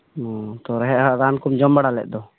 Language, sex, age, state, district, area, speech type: Santali, male, 18-30, West Bengal, Birbhum, rural, conversation